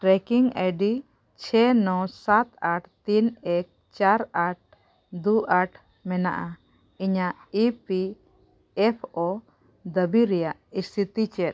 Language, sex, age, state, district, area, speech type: Santali, female, 45-60, Jharkhand, Bokaro, rural, read